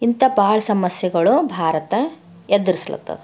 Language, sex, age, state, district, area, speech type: Kannada, female, 45-60, Karnataka, Bidar, urban, spontaneous